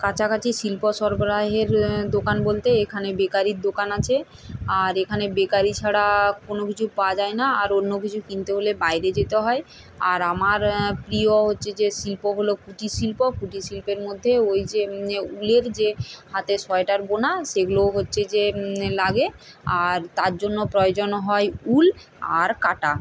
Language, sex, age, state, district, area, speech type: Bengali, female, 60+, West Bengal, Purba Medinipur, rural, spontaneous